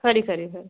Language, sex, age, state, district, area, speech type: Dogri, female, 18-30, Jammu and Kashmir, Samba, rural, conversation